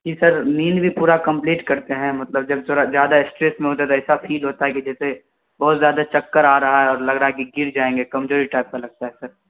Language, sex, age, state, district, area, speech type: Urdu, male, 18-30, Bihar, Saharsa, rural, conversation